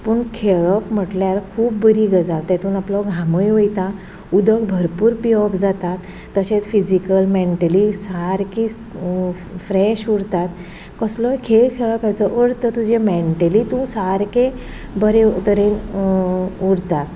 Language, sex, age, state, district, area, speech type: Goan Konkani, female, 45-60, Goa, Ponda, rural, spontaneous